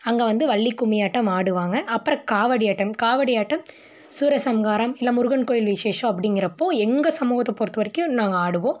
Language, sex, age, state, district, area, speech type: Tamil, female, 18-30, Tamil Nadu, Tiruppur, rural, spontaneous